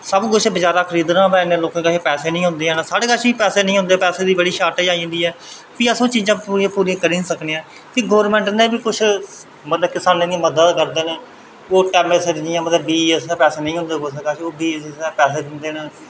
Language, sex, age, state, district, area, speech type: Dogri, male, 30-45, Jammu and Kashmir, Reasi, rural, spontaneous